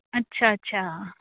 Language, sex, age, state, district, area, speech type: Punjabi, female, 30-45, Punjab, Muktsar, urban, conversation